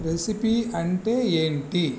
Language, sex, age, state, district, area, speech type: Telugu, male, 45-60, Andhra Pradesh, Visakhapatnam, rural, read